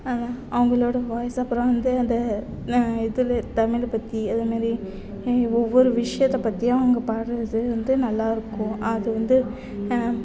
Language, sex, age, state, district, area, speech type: Tamil, female, 18-30, Tamil Nadu, Mayiladuthurai, rural, spontaneous